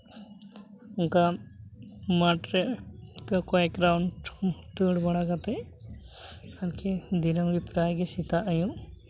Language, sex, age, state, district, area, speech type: Santali, male, 18-30, West Bengal, Uttar Dinajpur, rural, spontaneous